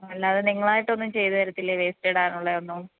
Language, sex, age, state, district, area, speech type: Malayalam, female, 30-45, Kerala, Pathanamthitta, rural, conversation